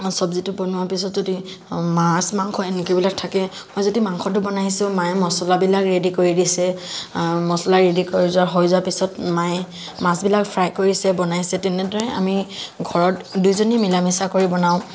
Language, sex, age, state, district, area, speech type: Assamese, female, 18-30, Assam, Tinsukia, rural, spontaneous